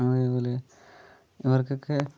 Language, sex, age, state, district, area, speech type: Malayalam, male, 45-60, Kerala, Palakkad, urban, spontaneous